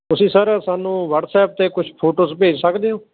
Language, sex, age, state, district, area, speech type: Punjabi, male, 30-45, Punjab, Ludhiana, rural, conversation